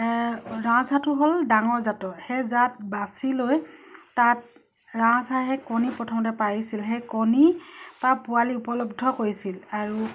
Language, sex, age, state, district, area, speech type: Assamese, female, 30-45, Assam, Dibrugarh, rural, spontaneous